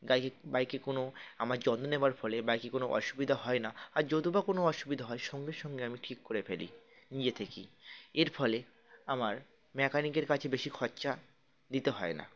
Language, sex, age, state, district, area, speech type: Bengali, male, 18-30, West Bengal, Uttar Dinajpur, urban, spontaneous